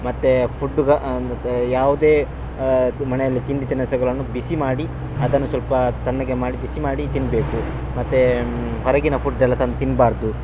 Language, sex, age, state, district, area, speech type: Kannada, male, 30-45, Karnataka, Dakshina Kannada, rural, spontaneous